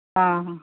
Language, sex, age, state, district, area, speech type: Odia, female, 60+, Odisha, Gajapati, rural, conversation